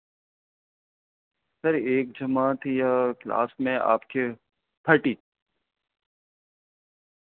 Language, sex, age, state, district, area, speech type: Urdu, male, 18-30, Delhi, North East Delhi, urban, conversation